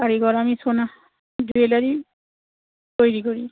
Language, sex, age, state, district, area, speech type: Bengali, female, 60+, West Bengal, Purba Medinipur, rural, conversation